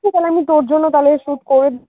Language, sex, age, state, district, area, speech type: Bengali, female, 30-45, West Bengal, Dakshin Dinajpur, urban, conversation